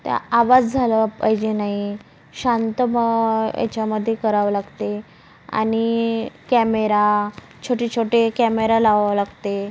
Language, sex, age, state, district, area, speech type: Marathi, female, 30-45, Maharashtra, Nagpur, urban, spontaneous